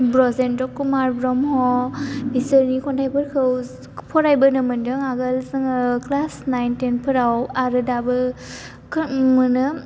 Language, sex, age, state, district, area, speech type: Bodo, female, 18-30, Assam, Baksa, rural, spontaneous